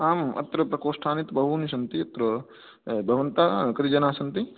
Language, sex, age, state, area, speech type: Sanskrit, male, 18-30, Madhya Pradesh, rural, conversation